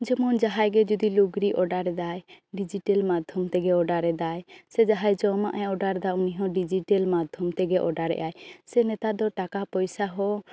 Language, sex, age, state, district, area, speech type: Santali, female, 18-30, West Bengal, Bankura, rural, spontaneous